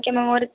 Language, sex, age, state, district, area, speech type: Tamil, female, 18-30, Tamil Nadu, Tiruvarur, rural, conversation